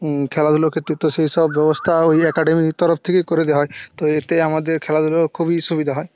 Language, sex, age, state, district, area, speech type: Bengali, male, 18-30, West Bengal, Jhargram, rural, spontaneous